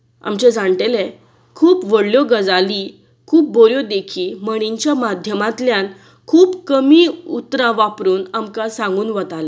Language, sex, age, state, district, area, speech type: Goan Konkani, female, 30-45, Goa, Bardez, rural, spontaneous